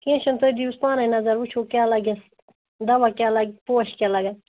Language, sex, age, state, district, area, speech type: Kashmiri, female, 18-30, Jammu and Kashmir, Budgam, rural, conversation